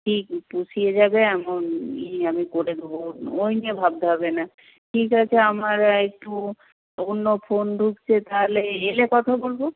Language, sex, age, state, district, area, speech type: Bengali, female, 60+, West Bengal, Nadia, rural, conversation